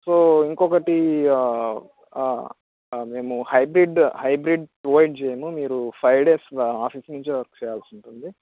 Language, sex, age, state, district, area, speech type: Telugu, male, 30-45, Andhra Pradesh, Anantapur, urban, conversation